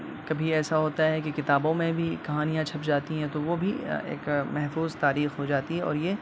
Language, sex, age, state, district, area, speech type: Urdu, male, 18-30, Bihar, Purnia, rural, spontaneous